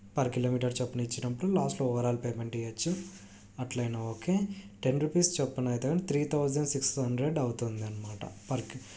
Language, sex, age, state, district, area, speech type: Telugu, male, 18-30, Andhra Pradesh, Krishna, urban, spontaneous